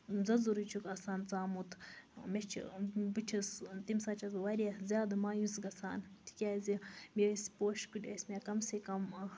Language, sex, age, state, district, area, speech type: Kashmiri, female, 30-45, Jammu and Kashmir, Baramulla, rural, spontaneous